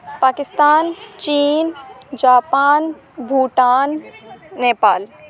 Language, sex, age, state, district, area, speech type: Urdu, female, 18-30, Uttar Pradesh, Aligarh, urban, spontaneous